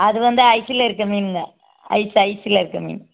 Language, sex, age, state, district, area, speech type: Tamil, female, 60+, Tamil Nadu, Tiruppur, rural, conversation